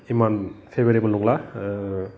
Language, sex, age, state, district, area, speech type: Bodo, male, 30-45, Assam, Udalguri, urban, spontaneous